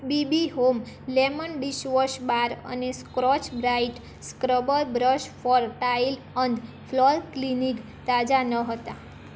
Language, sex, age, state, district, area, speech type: Gujarati, female, 18-30, Gujarat, Mehsana, rural, read